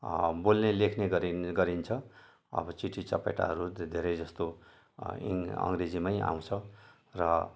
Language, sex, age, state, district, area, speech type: Nepali, male, 60+, West Bengal, Jalpaiguri, rural, spontaneous